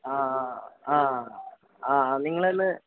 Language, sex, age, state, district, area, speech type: Malayalam, male, 18-30, Kerala, Wayanad, rural, conversation